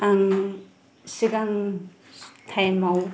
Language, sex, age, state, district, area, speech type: Bodo, female, 30-45, Assam, Kokrajhar, rural, spontaneous